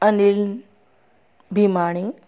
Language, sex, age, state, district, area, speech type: Sindhi, female, 45-60, Gujarat, Junagadh, rural, spontaneous